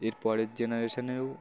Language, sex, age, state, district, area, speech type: Bengali, male, 18-30, West Bengal, Uttar Dinajpur, urban, spontaneous